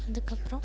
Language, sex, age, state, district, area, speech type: Tamil, female, 18-30, Tamil Nadu, Perambalur, rural, spontaneous